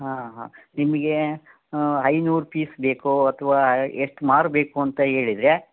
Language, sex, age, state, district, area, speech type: Kannada, male, 45-60, Karnataka, Davanagere, rural, conversation